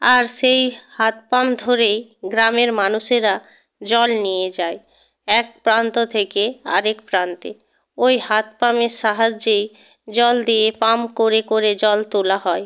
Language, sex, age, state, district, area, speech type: Bengali, female, 30-45, West Bengal, North 24 Parganas, rural, spontaneous